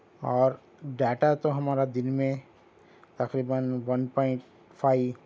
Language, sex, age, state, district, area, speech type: Urdu, female, 45-60, Telangana, Hyderabad, urban, spontaneous